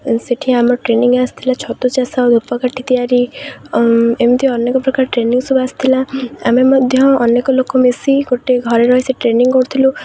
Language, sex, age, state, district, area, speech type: Odia, female, 18-30, Odisha, Jagatsinghpur, rural, spontaneous